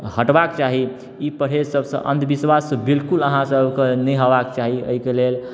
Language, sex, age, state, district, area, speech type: Maithili, male, 18-30, Bihar, Darbhanga, urban, spontaneous